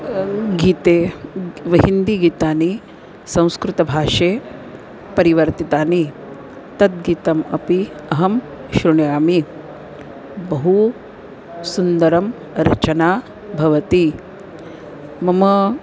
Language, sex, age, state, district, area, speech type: Sanskrit, female, 45-60, Maharashtra, Nagpur, urban, spontaneous